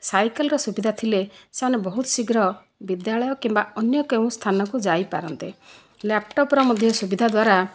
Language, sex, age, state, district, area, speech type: Odia, female, 60+, Odisha, Kandhamal, rural, spontaneous